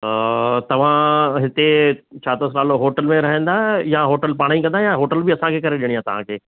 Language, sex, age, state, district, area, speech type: Sindhi, male, 60+, Rajasthan, Ajmer, urban, conversation